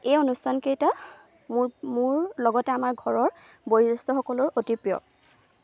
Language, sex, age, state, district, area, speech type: Assamese, female, 18-30, Assam, Lakhimpur, rural, spontaneous